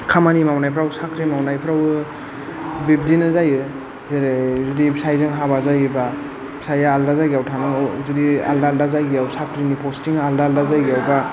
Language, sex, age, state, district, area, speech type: Bodo, male, 30-45, Assam, Kokrajhar, rural, spontaneous